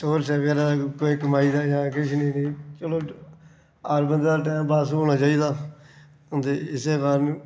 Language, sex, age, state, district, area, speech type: Dogri, male, 45-60, Jammu and Kashmir, Reasi, rural, spontaneous